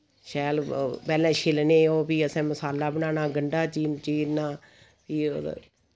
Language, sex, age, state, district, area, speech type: Dogri, female, 45-60, Jammu and Kashmir, Samba, rural, spontaneous